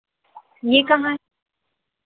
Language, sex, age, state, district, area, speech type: Hindi, female, 18-30, Madhya Pradesh, Seoni, urban, conversation